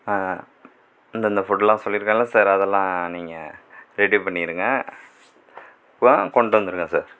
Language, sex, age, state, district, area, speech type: Tamil, male, 45-60, Tamil Nadu, Mayiladuthurai, rural, spontaneous